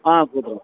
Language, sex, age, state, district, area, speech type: Tamil, male, 60+, Tamil Nadu, Virudhunagar, rural, conversation